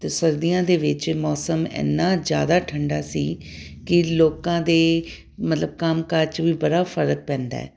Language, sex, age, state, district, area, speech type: Punjabi, female, 45-60, Punjab, Tarn Taran, urban, spontaneous